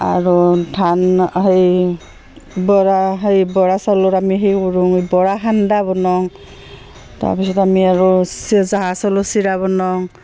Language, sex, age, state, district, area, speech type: Assamese, female, 45-60, Assam, Barpeta, rural, spontaneous